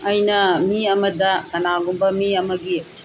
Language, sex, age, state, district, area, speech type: Manipuri, female, 60+, Manipur, Tengnoupal, rural, spontaneous